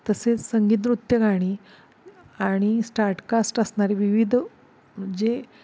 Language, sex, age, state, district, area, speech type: Marathi, female, 45-60, Maharashtra, Satara, urban, spontaneous